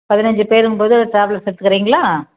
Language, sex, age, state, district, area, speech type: Tamil, female, 45-60, Tamil Nadu, Tiruppur, urban, conversation